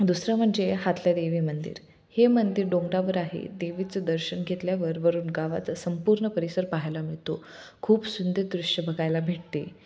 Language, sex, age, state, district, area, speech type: Marathi, female, 18-30, Maharashtra, Osmanabad, rural, spontaneous